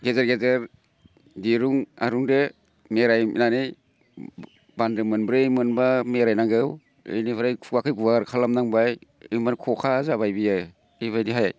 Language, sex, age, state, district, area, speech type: Bodo, male, 45-60, Assam, Baksa, urban, spontaneous